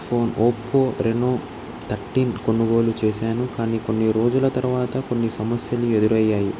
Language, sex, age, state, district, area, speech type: Telugu, male, 18-30, Andhra Pradesh, Krishna, urban, spontaneous